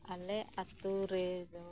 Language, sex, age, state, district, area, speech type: Santali, female, 30-45, West Bengal, Birbhum, rural, spontaneous